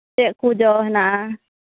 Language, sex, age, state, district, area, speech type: Santali, female, 30-45, West Bengal, Malda, rural, conversation